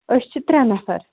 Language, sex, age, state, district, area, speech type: Kashmiri, female, 30-45, Jammu and Kashmir, Kupwara, rural, conversation